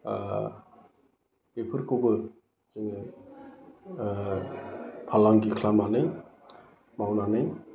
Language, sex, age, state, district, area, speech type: Bodo, male, 45-60, Assam, Chirang, urban, spontaneous